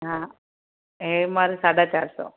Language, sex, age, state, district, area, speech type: Sindhi, female, 45-60, Gujarat, Kutch, rural, conversation